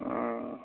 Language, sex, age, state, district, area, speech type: Manipuri, male, 45-60, Manipur, Imphal East, rural, conversation